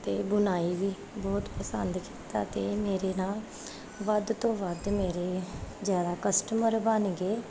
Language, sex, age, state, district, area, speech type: Punjabi, female, 30-45, Punjab, Gurdaspur, urban, spontaneous